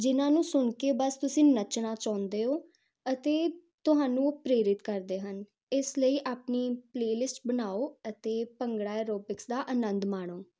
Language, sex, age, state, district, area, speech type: Punjabi, female, 18-30, Punjab, Jalandhar, urban, spontaneous